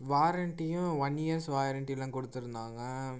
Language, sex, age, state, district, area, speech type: Tamil, male, 18-30, Tamil Nadu, Tiruchirappalli, rural, spontaneous